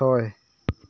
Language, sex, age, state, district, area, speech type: Assamese, male, 30-45, Assam, Dhemaji, rural, read